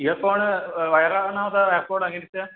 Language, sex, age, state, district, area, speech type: Malayalam, male, 18-30, Kerala, Kannur, rural, conversation